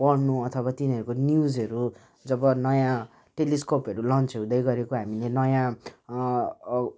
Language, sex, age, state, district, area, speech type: Nepali, male, 18-30, West Bengal, Jalpaiguri, rural, spontaneous